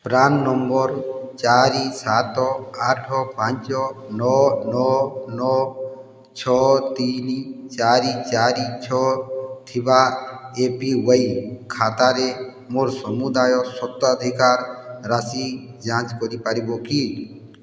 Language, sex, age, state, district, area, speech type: Odia, male, 60+, Odisha, Boudh, rural, read